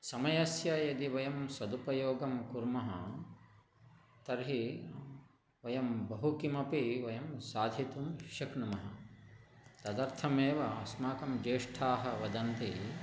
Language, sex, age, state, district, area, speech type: Sanskrit, male, 60+, Telangana, Nalgonda, urban, spontaneous